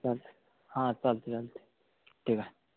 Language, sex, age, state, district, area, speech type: Marathi, male, 18-30, Maharashtra, Sangli, rural, conversation